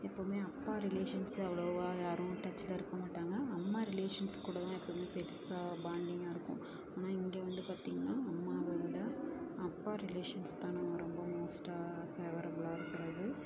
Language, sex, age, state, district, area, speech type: Tamil, female, 30-45, Tamil Nadu, Ariyalur, rural, spontaneous